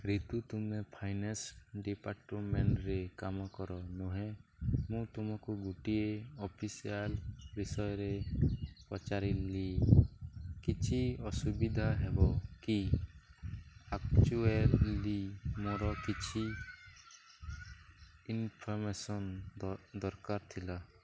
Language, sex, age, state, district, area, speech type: Odia, male, 18-30, Odisha, Nuapada, urban, read